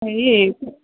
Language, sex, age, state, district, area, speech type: Assamese, female, 30-45, Assam, Charaideo, rural, conversation